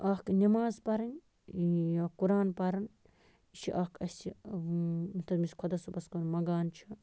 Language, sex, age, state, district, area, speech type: Kashmiri, female, 30-45, Jammu and Kashmir, Baramulla, rural, spontaneous